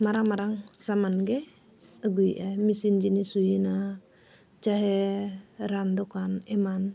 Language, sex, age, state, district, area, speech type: Santali, female, 45-60, Jharkhand, Bokaro, rural, spontaneous